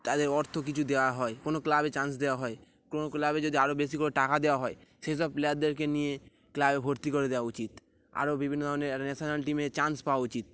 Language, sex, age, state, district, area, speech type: Bengali, male, 18-30, West Bengal, Dakshin Dinajpur, urban, spontaneous